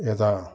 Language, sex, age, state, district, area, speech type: Nepali, male, 60+, West Bengal, Darjeeling, rural, spontaneous